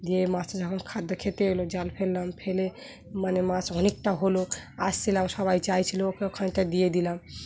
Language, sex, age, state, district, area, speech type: Bengali, female, 30-45, West Bengal, Dakshin Dinajpur, urban, spontaneous